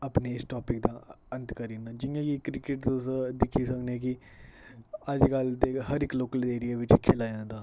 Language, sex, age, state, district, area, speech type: Dogri, male, 18-30, Jammu and Kashmir, Kathua, rural, spontaneous